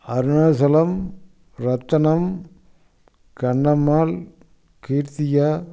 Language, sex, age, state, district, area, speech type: Tamil, male, 60+, Tamil Nadu, Coimbatore, urban, spontaneous